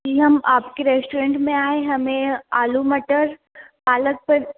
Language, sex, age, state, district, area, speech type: Hindi, female, 18-30, Uttar Pradesh, Varanasi, urban, conversation